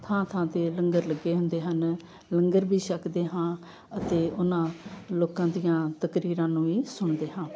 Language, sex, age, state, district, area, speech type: Punjabi, female, 60+, Punjab, Amritsar, urban, spontaneous